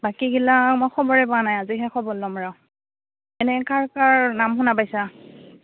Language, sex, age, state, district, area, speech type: Assamese, female, 18-30, Assam, Goalpara, rural, conversation